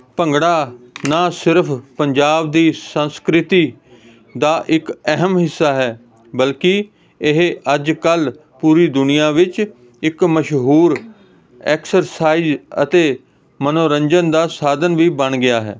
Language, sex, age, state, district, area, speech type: Punjabi, male, 45-60, Punjab, Hoshiarpur, urban, spontaneous